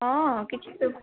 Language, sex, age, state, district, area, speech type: Odia, female, 18-30, Odisha, Sundergarh, urban, conversation